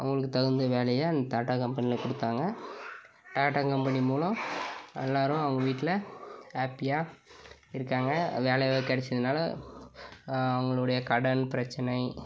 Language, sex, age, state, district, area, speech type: Tamil, male, 18-30, Tamil Nadu, Dharmapuri, urban, spontaneous